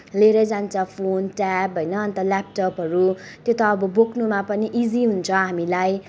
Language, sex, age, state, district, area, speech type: Nepali, female, 18-30, West Bengal, Kalimpong, rural, spontaneous